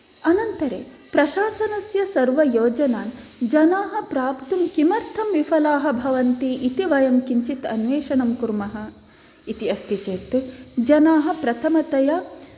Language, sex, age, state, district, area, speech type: Sanskrit, female, 18-30, Karnataka, Dakshina Kannada, rural, spontaneous